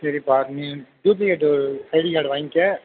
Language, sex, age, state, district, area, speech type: Tamil, male, 18-30, Tamil Nadu, Mayiladuthurai, urban, conversation